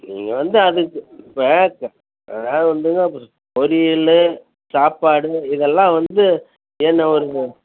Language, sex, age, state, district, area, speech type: Tamil, male, 60+, Tamil Nadu, Perambalur, urban, conversation